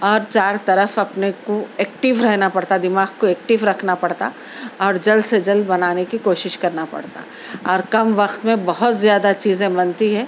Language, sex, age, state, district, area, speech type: Urdu, female, 30-45, Telangana, Hyderabad, urban, spontaneous